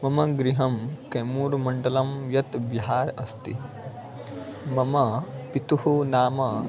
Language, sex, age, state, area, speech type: Sanskrit, male, 18-30, Bihar, rural, spontaneous